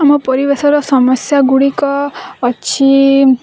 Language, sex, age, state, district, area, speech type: Odia, female, 18-30, Odisha, Bargarh, rural, spontaneous